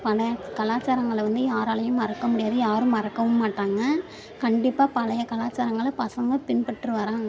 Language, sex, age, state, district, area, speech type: Tamil, female, 18-30, Tamil Nadu, Thanjavur, rural, spontaneous